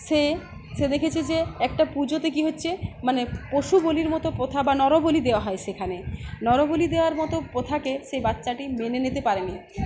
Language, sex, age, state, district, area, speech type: Bengali, female, 30-45, West Bengal, Uttar Dinajpur, rural, spontaneous